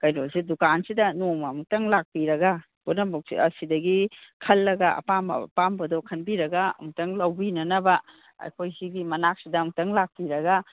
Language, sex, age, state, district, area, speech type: Manipuri, female, 60+, Manipur, Imphal East, rural, conversation